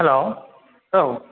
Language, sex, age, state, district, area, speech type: Bodo, male, 18-30, Assam, Chirang, urban, conversation